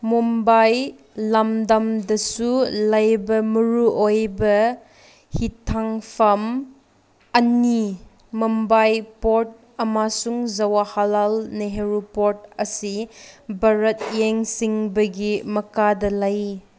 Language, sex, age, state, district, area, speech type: Manipuri, female, 18-30, Manipur, Senapati, rural, read